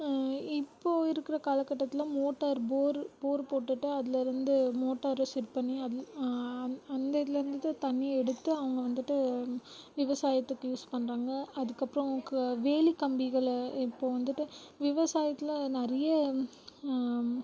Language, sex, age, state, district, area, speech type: Tamil, female, 18-30, Tamil Nadu, Krishnagiri, rural, spontaneous